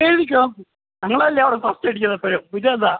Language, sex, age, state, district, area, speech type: Malayalam, male, 18-30, Kerala, Idukki, rural, conversation